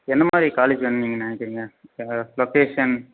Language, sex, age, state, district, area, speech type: Tamil, male, 18-30, Tamil Nadu, Erode, rural, conversation